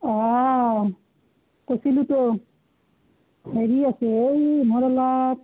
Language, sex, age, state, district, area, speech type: Assamese, female, 30-45, Assam, Nalbari, rural, conversation